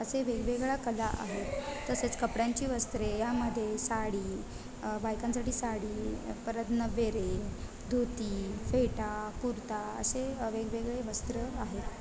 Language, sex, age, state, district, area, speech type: Marathi, female, 18-30, Maharashtra, Ratnagiri, rural, spontaneous